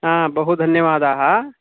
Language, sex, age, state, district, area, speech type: Sanskrit, male, 30-45, Karnataka, Bangalore Urban, urban, conversation